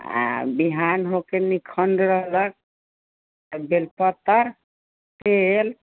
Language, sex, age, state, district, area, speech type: Maithili, female, 60+, Bihar, Sitamarhi, rural, conversation